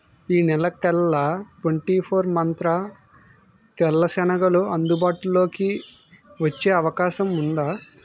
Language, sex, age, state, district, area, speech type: Telugu, male, 30-45, Andhra Pradesh, Vizianagaram, rural, read